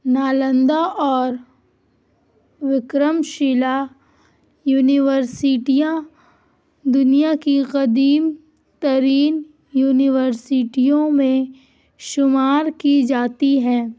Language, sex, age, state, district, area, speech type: Urdu, female, 18-30, Bihar, Gaya, urban, spontaneous